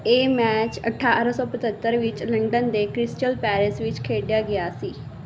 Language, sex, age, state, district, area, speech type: Punjabi, female, 18-30, Punjab, Muktsar, urban, read